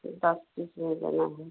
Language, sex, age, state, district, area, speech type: Hindi, female, 45-60, Bihar, Madhepura, rural, conversation